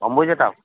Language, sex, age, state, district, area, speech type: Bengali, male, 18-30, West Bengal, Uttar Dinajpur, urban, conversation